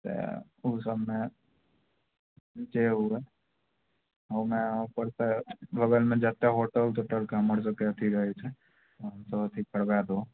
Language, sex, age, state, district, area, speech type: Maithili, male, 18-30, Bihar, Araria, rural, conversation